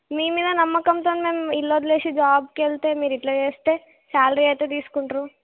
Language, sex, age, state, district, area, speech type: Telugu, female, 18-30, Telangana, Jagtial, urban, conversation